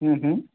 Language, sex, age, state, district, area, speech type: Sindhi, male, 30-45, Uttar Pradesh, Lucknow, urban, conversation